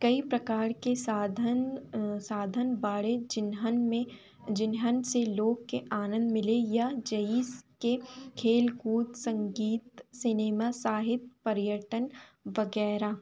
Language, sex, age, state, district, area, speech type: Hindi, female, 18-30, Madhya Pradesh, Chhindwara, urban, spontaneous